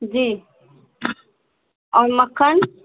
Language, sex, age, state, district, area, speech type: Hindi, female, 18-30, Uttar Pradesh, Azamgarh, urban, conversation